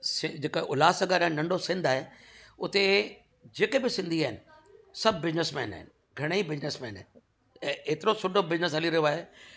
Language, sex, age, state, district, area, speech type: Sindhi, male, 45-60, Delhi, South Delhi, urban, spontaneous